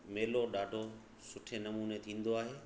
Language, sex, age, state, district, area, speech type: Sindhi, male, 30-45, Gujarat, Kutch, rural, spontaneous